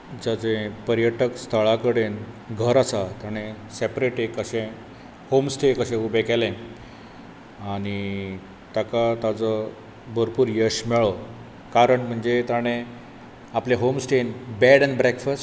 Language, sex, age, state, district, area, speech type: Goan Konkani, male, 45-60, Goa, Bardez, rural, spontaneous